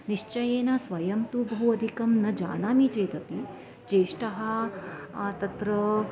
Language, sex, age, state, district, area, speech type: Sanskrit, female, 45-60, Maharashtra, Nashik, rural, spontaneous